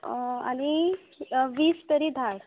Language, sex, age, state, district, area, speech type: Goan Konkani, female, 18-30, Goa, Bardez, rural, conversation